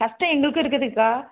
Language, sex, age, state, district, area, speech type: Tamil, female, 30-45, Tamil Nadu, Tirupattur, rural, conversation